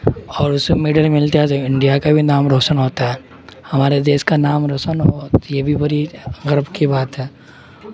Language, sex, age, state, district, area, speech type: Urdu, male, 18-30, Bihar, Supaul, rural, spontaneous